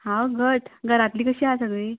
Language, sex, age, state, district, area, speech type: Goan Konkani, female, 18-30, Goa, Ponda, rural, conversation